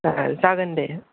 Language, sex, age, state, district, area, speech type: Bodo, male, 18-30, Assam, Kokrajhar, rural, conversation